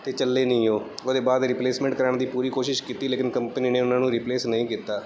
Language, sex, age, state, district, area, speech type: Punjabi, male, 30-45, Punjab, Bathinda, urban, spontaneous